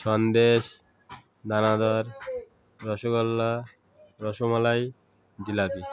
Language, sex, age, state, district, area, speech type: Bengali, male, 45-60, West Bengal, Uttar Dinajpur, urban, spontaneous